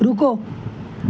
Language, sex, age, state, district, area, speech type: Urdu, male, 18-30, Delhi, North West Delhi, urban, read